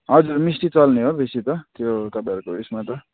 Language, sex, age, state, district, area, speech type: Nepali, male, 30-45, West Bengal, Jalpaiguri, rural, conversation